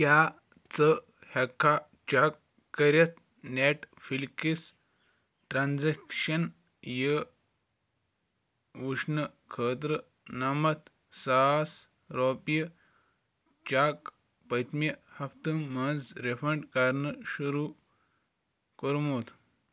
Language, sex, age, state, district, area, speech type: Kashmiri, male, 45-60, Jammu and Kashmir, Ganderbal, rural, read